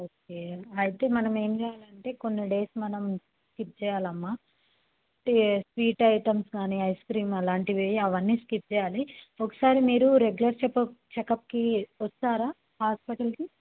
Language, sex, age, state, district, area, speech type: Telugu, female, 18-30, Telangana, Hyderabad, urban, conversation